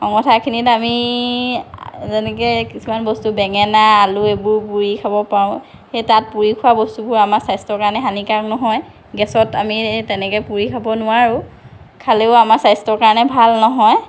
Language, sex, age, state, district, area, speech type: Assamese, female, 45-60, Assam, Lakhimpur, rural, spontaneous